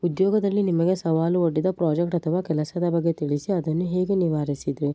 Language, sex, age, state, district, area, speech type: Kannada, female, 18-30, Karnataka, Shimoga, rural, spontaneous